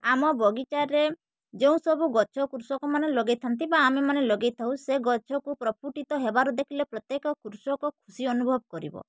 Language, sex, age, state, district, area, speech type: Odia, female, 18-30, Odisha, Mayurbhanj, rural, spontaneous